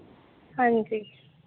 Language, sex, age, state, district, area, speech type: Punjabi, female, 18-30, Punjab, Faridkot, urban, conversation